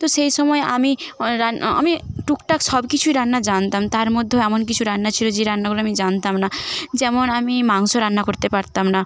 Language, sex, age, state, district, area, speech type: Bengali, female, 18-30, West Bengal, Paschim Medinipur, rural, spontaneous